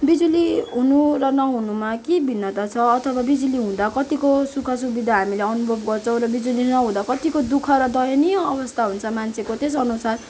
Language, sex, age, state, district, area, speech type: Nepali, female, 18-30, West Bengal, Kalimpong, rural, spontaneous